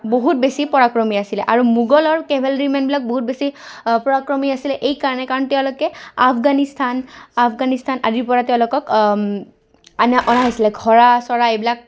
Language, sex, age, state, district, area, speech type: Assamese, female, 18-30, Assam, Goalpara, urban, spontaneous